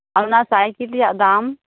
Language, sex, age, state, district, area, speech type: Santali, female, 18-30, West Bengal, Malda, rural, conversation